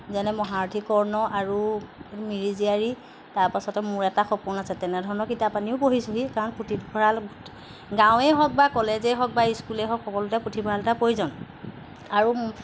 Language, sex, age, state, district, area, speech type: Assamese, female, 30-45, Assam, Jorhat, urban, spontaneous